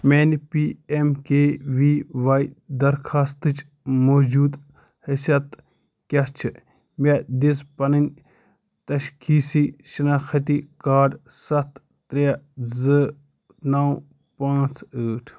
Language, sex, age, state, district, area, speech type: Kashmiri, male, 18-30, Jammu and Kashmir, Ganderbal, rural, read